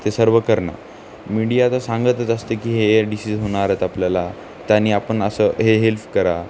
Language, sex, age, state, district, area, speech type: Marathi, male, 18-30, Maharashtra, Nanded, urban, spontaneous